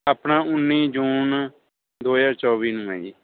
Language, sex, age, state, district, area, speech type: Punjabi, male, 30-45, Punjab, Bathinda, rural, conversation